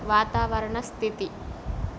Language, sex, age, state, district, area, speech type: Telugu, female, 18-30, Andhra Pradesh, Srikakulam, urban, read